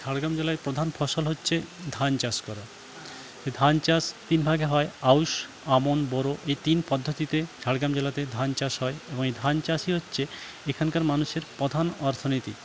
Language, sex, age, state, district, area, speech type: Bengali, male, 45-60, West Bengal, Jhargram, rural, spontaneous